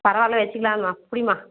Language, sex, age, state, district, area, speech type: Tamil, female, 30-45, Tamil Nadu, Vellore, urban, conversation